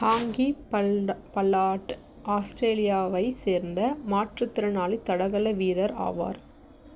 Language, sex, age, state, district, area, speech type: Tamil, female, 18-30, Tamil Nadu, Tiruvallur, rural, read